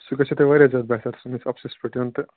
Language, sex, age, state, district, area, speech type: Kashmiri, male, 18-30, Jammu and Kashmir, Ganderbal, rural, conversation